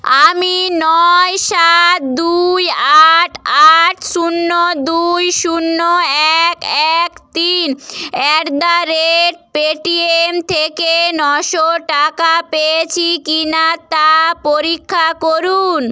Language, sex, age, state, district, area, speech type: Bengali, female, 18-30, West Bengal, Purba Medinipur, rural, read